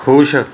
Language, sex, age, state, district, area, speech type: Punjabi, male, 30-45, Punjab, Mohali, rural, read